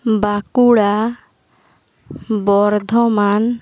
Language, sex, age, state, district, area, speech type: Santali, female, 18-30, West Bengal, Bankura, rural, spontaneous